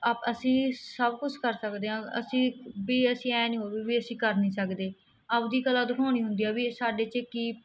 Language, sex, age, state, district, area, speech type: Punjabi, female, 18-30, Punjab, Barnala, rural, spontaneous